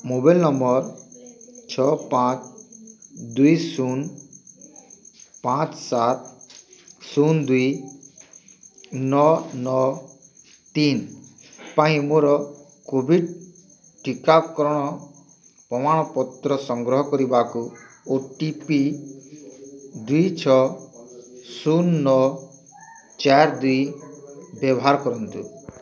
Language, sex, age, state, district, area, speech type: Odia, male, 45-60, Odisha, Bargarh, urban, read